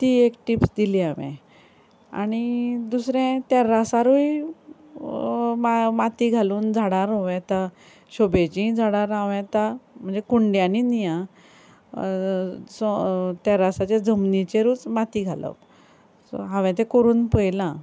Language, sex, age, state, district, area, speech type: Goan Konkani, female, 45-60, Goa, Ponda, rural, spontaneous